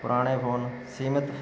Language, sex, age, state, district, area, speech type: Punjabi, male, 45-60, Punjab, Jalandhar, urban, spontaneous